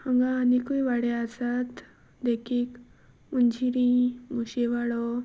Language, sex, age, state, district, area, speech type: Goan Konkani, female, 18-30, Goa, Salcete, rural, spontaneous